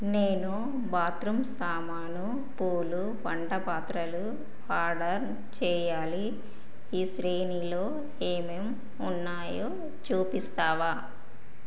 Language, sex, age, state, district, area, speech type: Telugu, female, 30-45, Telangana, Karimnagar, rural, read